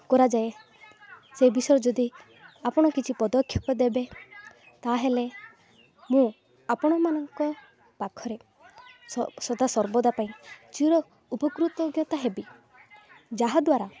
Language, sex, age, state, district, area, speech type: Odia, female, 18-30, Odisha, Nabarangpur, urban, spontaneous